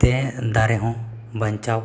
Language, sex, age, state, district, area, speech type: Santali, male, 18-30, Jharkhand, East Singhbhum, rural, spontaneous